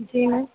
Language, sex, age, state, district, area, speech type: Hindi, female, 18-30, Madhya Pradesh, Harda, urban, conversation